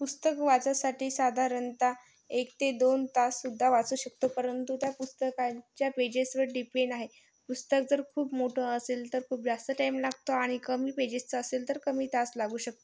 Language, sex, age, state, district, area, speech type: Marathi, female, 18-30, Maharashtra, Yavatmal, rural, spontaneous